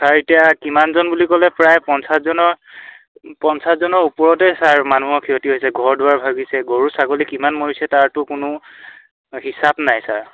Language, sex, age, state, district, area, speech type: Assamese, male, 18-30, Assam, Dhemaji, rural, conversation